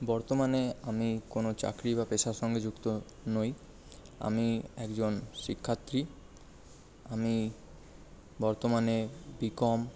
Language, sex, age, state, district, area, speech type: Bengali, male, 30-45, West Bengal, Paschim Bardhaman, urban, spontaneous